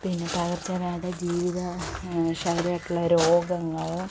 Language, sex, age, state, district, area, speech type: Malayalam, female, 18-30, Kerala, Kollam, urban, spontaneous